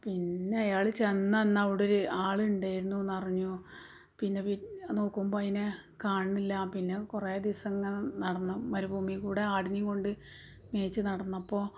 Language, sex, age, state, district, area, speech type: Malayalam, female, 45-60, Kerala, Malappuram, rural, spontaneous